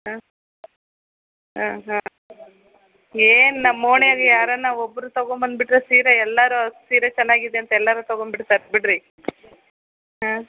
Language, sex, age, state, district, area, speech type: Kannada, female, 45-60, Karnataka, Chitradurga, urban, conversation